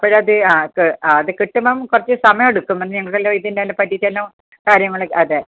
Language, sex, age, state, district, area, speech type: Malayalam, female, 60+, Kerala, Kasaragod, urban, conversation